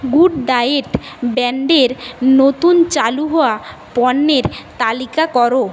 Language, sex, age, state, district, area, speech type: Bengali, female, 45-60, West Bengal, Paschim Medinipur, rural, read